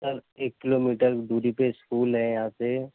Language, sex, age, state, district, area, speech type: Urdu, male, 60+, Uttar Pradesh, Gautam Buddha Nagar, urban, conversation